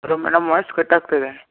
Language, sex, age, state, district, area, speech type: Kannada, male, 18-30, Karnataka, Kolar, rural, conversation